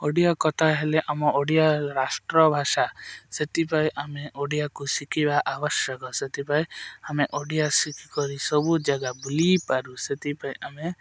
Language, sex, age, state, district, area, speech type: Odia, male, 18-30, Odisha, Malkangiri, urban, spontaneous